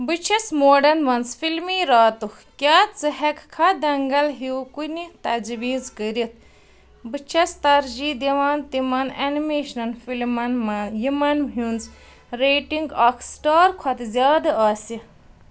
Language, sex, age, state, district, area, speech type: Kashmiri, female, 30-45, Jammu and Kashmir, Ganderbal, rural, read